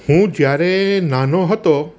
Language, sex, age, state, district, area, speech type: Gujarati, male, 60+, Gujarat, Surat, urban, spontaneous